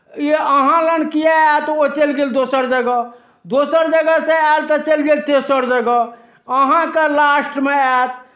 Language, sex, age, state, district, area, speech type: Maithili, male, 60+, Bihar, Darbhanga, rural, spontaneous